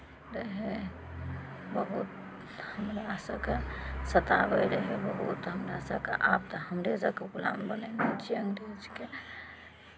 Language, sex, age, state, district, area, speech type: Maithili, female, 30-45, Bihar, Araria, rural, spontaneous